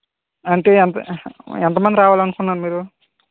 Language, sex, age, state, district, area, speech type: Telugu, male, 30-45, Andhra Pradesh, Vizianagaram, rural, conversation